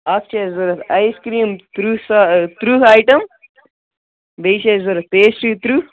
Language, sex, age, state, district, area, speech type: Kashmiri, male, 18-30, Jammu and Kashmir, Baramulla, rural, conversation